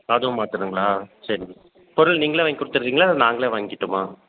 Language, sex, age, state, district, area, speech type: Tamil, male, 30-45, Tamil Nadu, Salem, urban, conversation